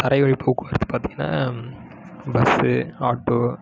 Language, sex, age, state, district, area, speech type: Tamil, male, 18-30, Tamil Nadu, Kallakurichi, rural, spontaneous